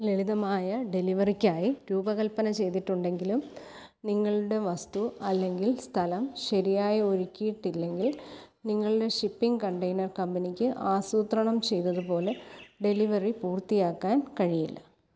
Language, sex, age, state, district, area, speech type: Malayalam, female, 30-45, Kerala, Kottayam, rural, read